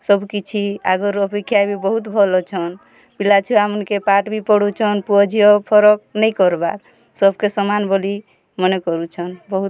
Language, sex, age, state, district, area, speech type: Odia, female, 45-60, Odisha, Kalahandi, rural, spontaneous